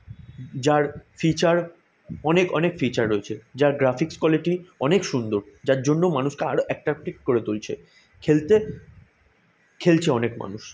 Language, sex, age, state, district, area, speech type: Bengali, male, 18-30, West Bengal, South 24 Parganas, urban, spontaneous